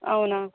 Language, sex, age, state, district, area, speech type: Telugu, female, 18-30, Telangana, Jangaon, rural, conversation